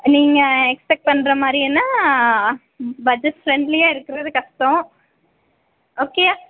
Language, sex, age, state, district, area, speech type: Tamil, female, 30-45, Tamil Nadu, Madurai, urban, conversation